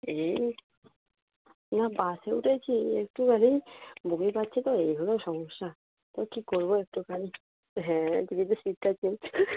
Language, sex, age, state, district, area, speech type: Bengali, female, 45-60, West Bengal, Darjeeling, urban, conversation